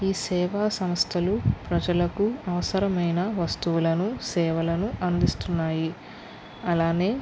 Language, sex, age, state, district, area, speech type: Telugu, female, 45-60, Andhra Pradesh, West Godavari, rural, spontaneous